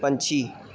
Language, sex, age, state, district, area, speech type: Punjabi, male, 18-30, Punjab, Pathankot, urban, read